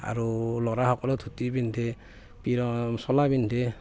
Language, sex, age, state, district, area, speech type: Assamese, male, 45-60, Assam, Barpeta, rural, spontaneous